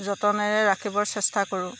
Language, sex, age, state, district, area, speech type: Assamese, female, 30-45, Assam, Jorhat, urban, spontaneous